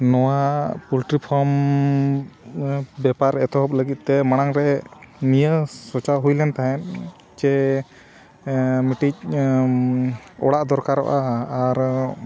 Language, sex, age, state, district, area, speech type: Santali, male, 30-45, Jharkhand, Bokaro, rural, spontaneous